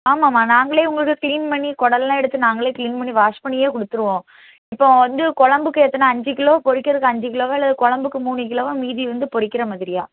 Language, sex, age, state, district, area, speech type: Tamil, female, 18-30, Tamil Nadu, Tirunelveli, rural, conversation